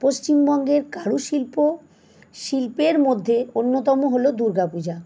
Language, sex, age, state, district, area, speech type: Bengali, female, 45-60, West Bengal, Howrah, urban, spontaneous